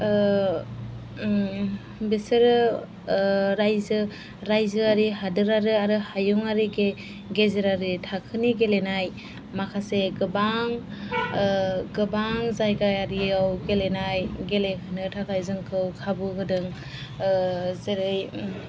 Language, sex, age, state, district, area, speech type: Bodo, female, 18-30, Assam, Chirang, rural, spontaneous